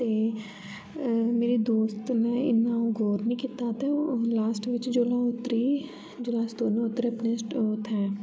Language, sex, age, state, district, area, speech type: Dogri, female, 18-30, Jammu and Kashmir, Jammu, urban, spontaneous